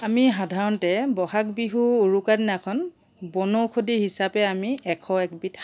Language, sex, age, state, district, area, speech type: Assamese, female, 45-60, Assam, Charaideo, urban, spontaneous